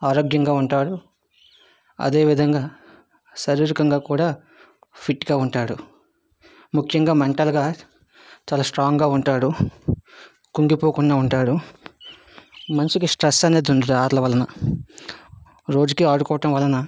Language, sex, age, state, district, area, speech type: Telugu, male, 45-60, Andhra Pradesh, Vizianagaram, rural, spontaneous